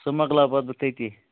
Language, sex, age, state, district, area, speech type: Kashmiri, male, 45-60, Jammu and Kashmir, Baramulla, rural, conversation